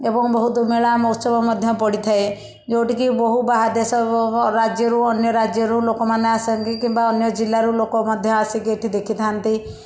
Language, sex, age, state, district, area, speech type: Odia, female, 30-45, Odisha, Bhadrak, rural, spontaneous